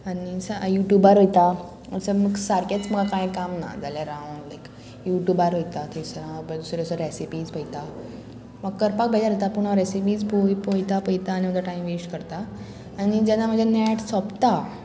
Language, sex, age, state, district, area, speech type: Goan Konkani, female, 18-30, Goa, Murmgao, urban, spontaneous